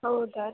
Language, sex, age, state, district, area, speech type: Kannada, female, 18-30, Karnataka, Gadag, rural, conversation